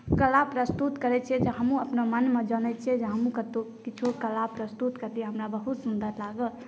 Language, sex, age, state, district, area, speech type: Maithili, female, 18-30, Bihar, Saharsa, rural, spontaneous